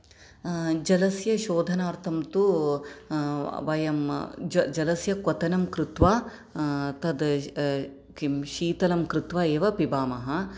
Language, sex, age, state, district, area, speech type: Sanskrit, female, 30-45, Kerala, Ernakulam, urban, spontaneous